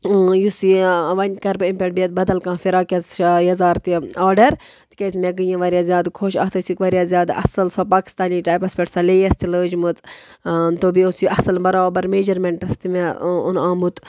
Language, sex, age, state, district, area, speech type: Kashmiri, female, 45-60, Jammu and Kashmir, Budgam, rural, spontaneous